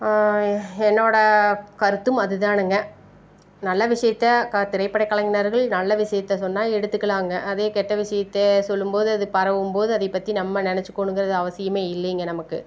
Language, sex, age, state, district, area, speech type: Tamil, female, 45-60, Tamil Nadu, Tiruppur, rural, spontaneous